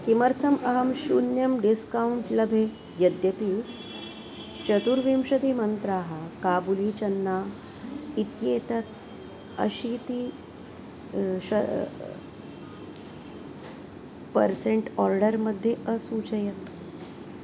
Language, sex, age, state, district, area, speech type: Sanskrit, female, 45-60, Maharashtra, Nagpur, urban, read